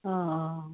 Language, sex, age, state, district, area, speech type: Assamese, female, 30-45, Assam, Barpeta, rural, conversation